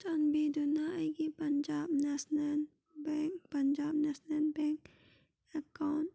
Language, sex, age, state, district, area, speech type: Manipuri, female, 30-45, Manipur, Kangpokpi, urban, read